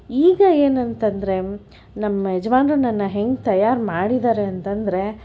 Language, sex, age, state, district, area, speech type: Kannada, female, 60+, Karnataka, Bangalore Urban, urban, spontaneous